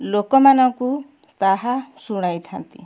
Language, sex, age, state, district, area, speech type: Odia, female, 45-60, Odisha, Kendujhar, urban, spontaneous